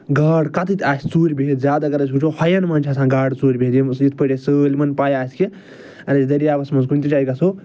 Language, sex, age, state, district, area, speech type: Kashmiri, male, 45-60, Jammu and Kashmir, Ganderbal, urban, spontaneous